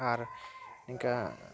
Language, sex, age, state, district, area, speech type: Santali, male, 18-30, West Bengal, Dakshin Dinajpur, rural, spontaneous